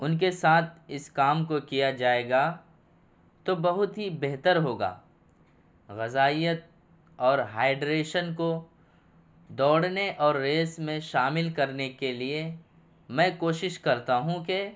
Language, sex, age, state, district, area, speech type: Urdu, male, 18-30, Bihar, Purnia, rural, spontaneous